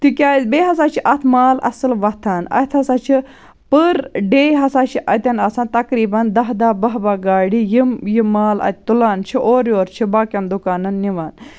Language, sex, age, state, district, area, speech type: Kashmiri, female, 30-45, Jammu and Kashmir, Baramulla, rural, spontaneous